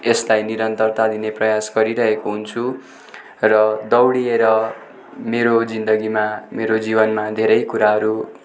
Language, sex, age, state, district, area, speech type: Nepali, male, 18-30, West Bengal, Darjeeling, rural, spontaneous